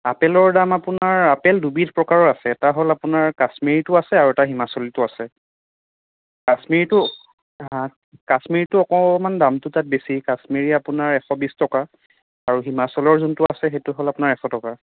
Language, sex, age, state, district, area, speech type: Assamese, male, 18-30, Assam, Sonitpur, rural, conversation